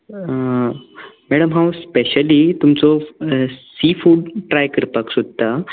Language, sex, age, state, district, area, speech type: Goan Konkani, male, 18-30, Goa, Ponda, rural, conversation